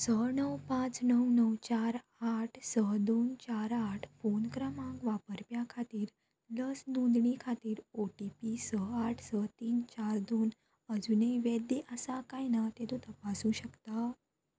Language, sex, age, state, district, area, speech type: Goan Konkani, female, 18-30, Goa, Murmgao, rural, read